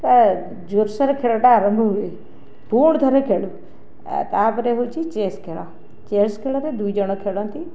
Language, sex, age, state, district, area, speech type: Odia, other, 60+, Odisha, Jajpur, rural, spontaneous